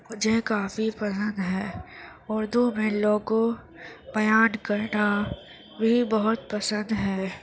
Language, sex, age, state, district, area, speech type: Urdu, female, 18-30, Uttar Pradesh, Gautam Buddha Nagar, rural, spontaneous